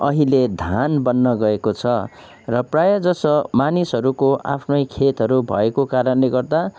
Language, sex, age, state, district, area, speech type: Nepali, male, 30-45, West Bengal, Kalimpong, rural, spontaneous